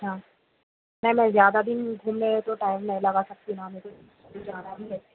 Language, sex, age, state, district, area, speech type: Urdu, female, 18-30, Telangana, Hyderabad, urban, conversation